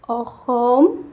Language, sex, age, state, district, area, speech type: Assamese, female, 18-30, Assam, Tinsukia, rural, spontaneous